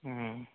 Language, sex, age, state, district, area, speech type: Maithili, male, 30-45, Bihar, Darbhanga, rural, conversation